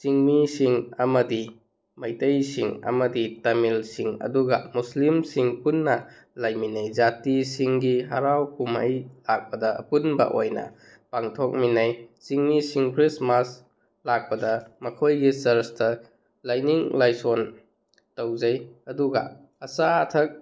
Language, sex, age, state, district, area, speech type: Manipuri, male, 30-45, Manipur, Tengnoupal, rural, spontaneous